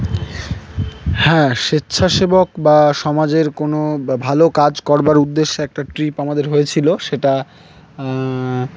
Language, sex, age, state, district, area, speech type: Bengali, male, 18-30, West Bengal, Howrah, urban, spontaneous